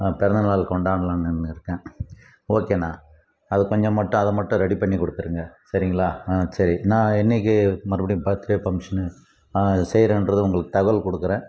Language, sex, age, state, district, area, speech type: Tamil, male, 60+, Tamil Nadu, Krishnagiri, rural, spontaneous